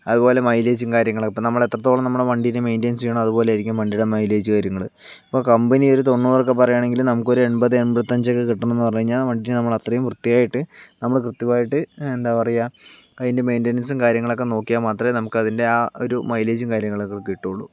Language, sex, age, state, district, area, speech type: Malayalam, male, 45-60, Kerala, Palakkad, rural, spontaneous